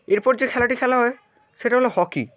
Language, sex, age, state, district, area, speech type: Bengali, male, 30-45, West Bengal, Purba Medinipur, rural, spontaneous